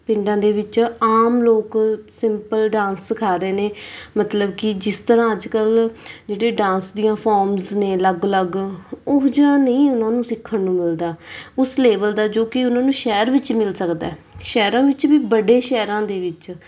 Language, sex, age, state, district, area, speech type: Punjabi, female, 30-45, Punjab, Mansa, urban, spontaneous